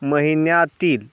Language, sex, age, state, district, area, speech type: Marathi, male, 30-45, Maharashtra, Osmanabad, rural, read